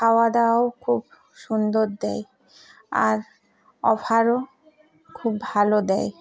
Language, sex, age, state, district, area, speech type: Bengali, female, 45-60, West Bengal, Purba Medinipur, rural, spontaneous